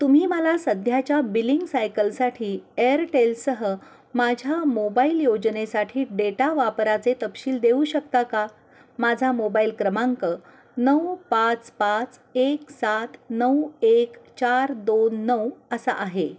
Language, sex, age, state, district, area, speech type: Marathi, female, 45-60, Maharashtra, Kolhapur, urban, read